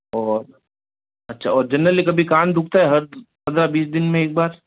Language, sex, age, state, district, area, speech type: Hindi, male, 45-60, Rajasthan, Jodhpur, urban, conversation